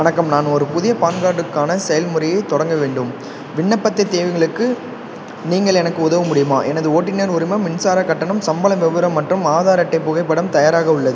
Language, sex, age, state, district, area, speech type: Tamil, male, 18-30, Tamil Nadu, Perambalur, rural, read